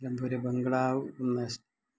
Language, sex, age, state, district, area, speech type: Malayalam, male, 60+, Kerala, Malappuram, rural, spontaneous